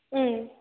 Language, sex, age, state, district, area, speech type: Kannada, female, 18-30, Karnataka, Chikkamagaluru, rural, conversation